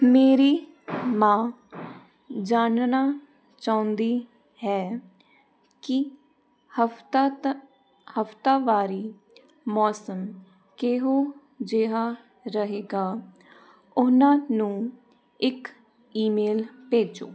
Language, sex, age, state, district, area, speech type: Punjabi, female, 18-30, Punjab, Jalandhar, urban, read